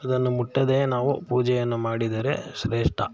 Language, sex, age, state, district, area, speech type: Kannada, male, 45-60, Karnataka, Mysore, rural, spontaneous